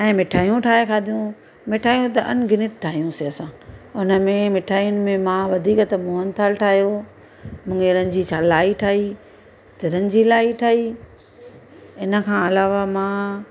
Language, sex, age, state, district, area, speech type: Sindhi, female, 45-60, Gujarat, Surat, urban, spontaneous